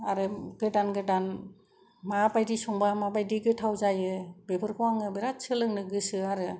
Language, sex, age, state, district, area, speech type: Bodo, female, 45-60, Assam, Kokrajhar, rural, spontaneous